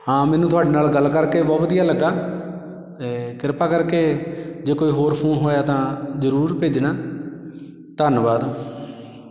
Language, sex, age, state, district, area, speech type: Punjabi, male, 45-60, Punjab, Shaheed Bhagat Singh Nagar, urban, spontaneous